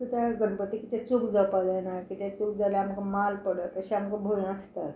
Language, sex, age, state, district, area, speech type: Goan Konkani, female, 60+, Goa, Quepem, rural, spontaneous